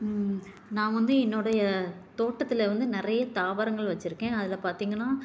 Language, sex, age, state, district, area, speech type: Tamil, female, 30-45, Tamil Nadu, Tiruchirappalli, rural, spontaneous